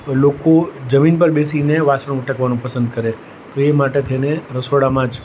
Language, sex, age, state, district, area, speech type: Gujarati, male, 45-60, Gujarat, Rajkot, urban, spontaneous